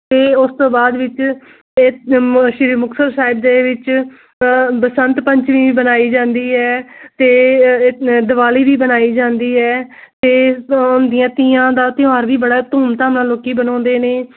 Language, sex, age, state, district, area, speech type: Punjabi, female, 30-45, Punjab, Muktsar, urban, conversation